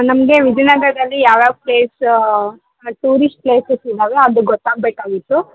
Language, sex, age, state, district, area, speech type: Kannada, female, 18-30, Karnataka, Vijayanagara, rural, conversation